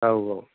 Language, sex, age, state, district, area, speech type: Bodo, male, 30-45, Assam, Chirang, rural, conversation